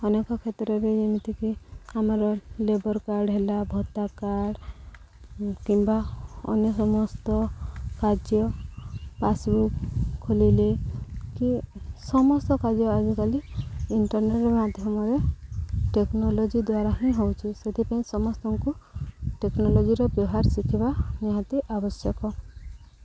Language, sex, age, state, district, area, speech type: Odia, female, 45-60, Odisha, Subarnapur, urban, spontaneous